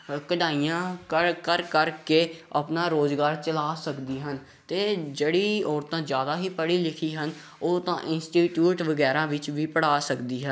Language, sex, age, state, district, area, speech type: Punjabi, male, 18-30, Punjab, Gurdaspur, rural, spontaneous